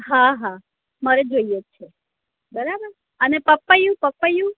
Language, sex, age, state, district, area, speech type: Gujarati, female, 30-45, Gujarat, Kheda, rural, conversation